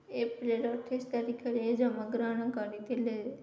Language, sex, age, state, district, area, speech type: Odia, female, 18-30, Odisha, Ganjam, urban, spontaneous